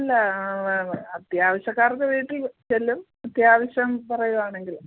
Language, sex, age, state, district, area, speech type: Malayalam, female, 45-60, Kerala, Pathanamthitta, rural, conversation